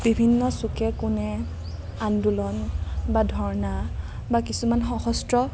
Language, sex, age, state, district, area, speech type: Assamese, female, 30-45, Assam, Kamrup Metropolitan, urban, spontaneous